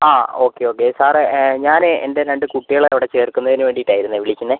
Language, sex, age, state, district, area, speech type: Malayalam, male, 18-30, Kerala, Wayanad, rural, conversation